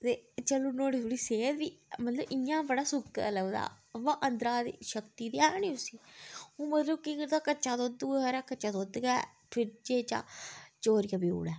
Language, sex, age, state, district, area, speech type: Dogri, female, 30-45, Jammu and Kashmir, Udhampur, rural, spontaneous